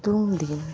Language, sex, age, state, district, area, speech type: Santali, female, 30-45, West Bengal, Malda, rural, spontaneous